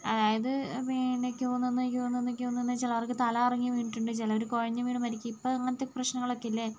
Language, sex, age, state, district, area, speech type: Malayalam, female, 45-60, Kerala, Wayanad, rural, spontaneous